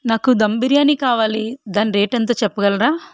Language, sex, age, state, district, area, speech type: Telugu, female, 18-30, Andhra Pradesh, Guntur, rural, spontaneous